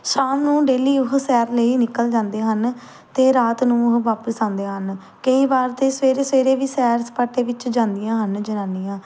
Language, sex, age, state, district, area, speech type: Punjabi, female, 18-30, Punjab, Pathankot, rural, spontaneous